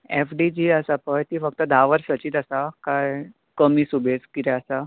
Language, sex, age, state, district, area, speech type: Goan Konkani, male, 18-30, Goa, Bardez, rural, conversation